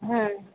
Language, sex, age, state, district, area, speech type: Dogri, female, 18-30, Jammu and Kashmir, Kathua, rural, conversation